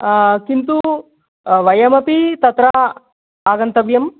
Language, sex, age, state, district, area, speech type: Sanskrit, female, 45-60, Andhra Pradesh, East Godavari, urban, conversation